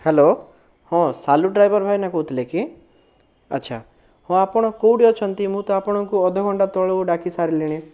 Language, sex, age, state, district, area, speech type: Odia, male, 45-60, Odisha, Bhadrak, rural, spontaneous